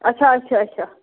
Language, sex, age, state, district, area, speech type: Kashmiri, female, 30-45, Jammu and Kashmir, Budgam, rural, conversation